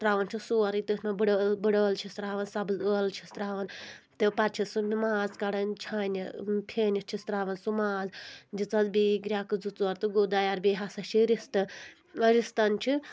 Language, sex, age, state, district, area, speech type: Kashmiri, female, 18-30, Jammu and Kashmir, Anantnag, rural, spontaneous